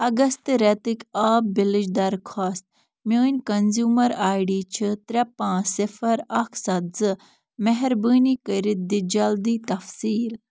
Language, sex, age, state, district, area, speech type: Kashmiri, female, 18-30, Jammu and Kashmir, Ganderbal, rural, read